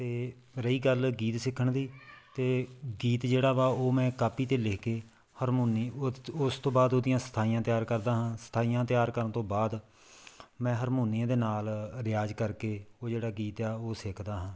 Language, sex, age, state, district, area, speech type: Punjabi, male, 30-45, Punjab, Tarn Taran, rural, spontaneous